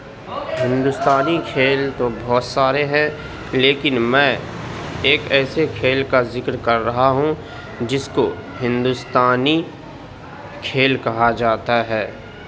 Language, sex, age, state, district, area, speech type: Urdu, male, 30-45, Uttar Pradesh, Gautam Buddha Nagar, urban, spontaneous